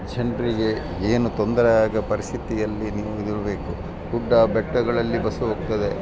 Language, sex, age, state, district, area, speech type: Kannada, male, 60+, Karnataka, Dakshina Kannada, rural, spontaneous